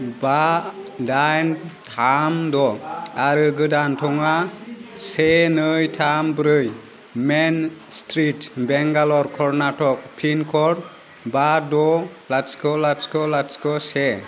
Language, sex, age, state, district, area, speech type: Bodo, male, 30-45, Assam, Kokrajhar, rural, read